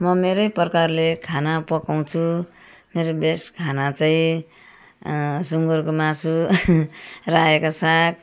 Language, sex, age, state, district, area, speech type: Nepali, female, 60+, West Bengal, Darjeeling, urban, spontaneous